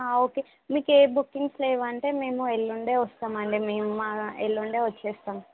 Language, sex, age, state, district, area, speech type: Telugu, female, 18-30, Telangana, Nalgonda, rural, conversation